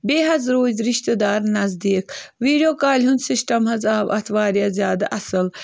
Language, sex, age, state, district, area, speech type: Kashmiri, female, 18-30, Jammu and Kashmir, Bandipora, rural, spontaneous